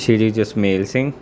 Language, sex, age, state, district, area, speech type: Punjabi, male, 18-30, Punjab, Mansa, urban, spontaneous